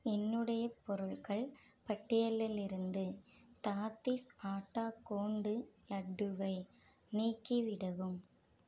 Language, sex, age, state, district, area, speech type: Tamil, female, 30-45, Tamil Nadu, Mayiladuthurai, urban, read